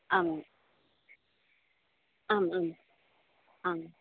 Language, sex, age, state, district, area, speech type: Sanskrit, female, 18-30, Kerala, Thrissur, urban, conversation